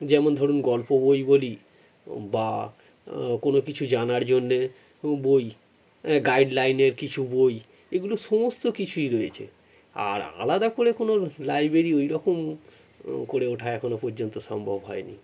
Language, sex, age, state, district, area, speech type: Bengali, male, 45-60, West Bengal, North 24 Parganas, urban, spontaneous